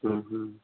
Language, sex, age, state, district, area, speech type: Odia, male, 30-45, Odisha, Sambalpur, rural, conversation